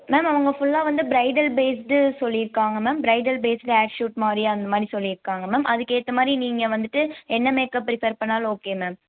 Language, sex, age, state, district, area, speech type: Tamil, female, 18-30, Tamil Nadu, Coimbatore, urban, conversation